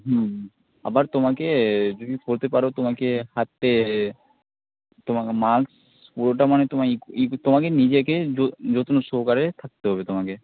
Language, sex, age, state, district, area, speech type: Bengali, male, 18-30, West Bengal, Malda, rural, conversation